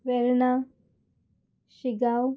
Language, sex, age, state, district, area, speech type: Goan Konkani, female, 18-30, Goa, Murmgao, urban, spontaneous